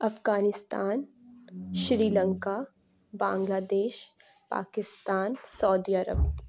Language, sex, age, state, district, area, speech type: Urdu, female, 18-30, Uttar Pradesh, Lucknow, rural, spontaneous